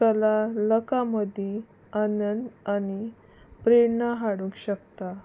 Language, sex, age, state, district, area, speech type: Goan Konkani, female, 30-45, Goa, Salcete, rural, spontaneous